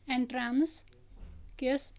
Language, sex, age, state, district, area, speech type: Kashmiri, female, 18-30, Jammu and Kashmir, Kulgam, rural, read